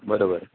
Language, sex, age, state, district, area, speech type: Marathi, male, 60+, Maharashtra, Palghar, rural, conversation